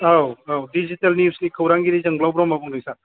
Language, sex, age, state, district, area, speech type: Bodo, male, 30-45, Assam, Udalguri, urban, conversation